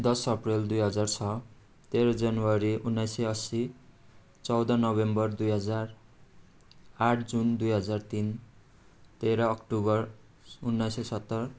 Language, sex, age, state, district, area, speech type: Nepali, male, 18-30, West Bengal, Darjeeling, rural, spontaneous